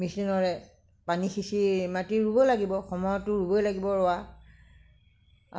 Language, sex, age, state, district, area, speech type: Assamese, female, 60+, Assam, Lakhimpur, rural, spontaneous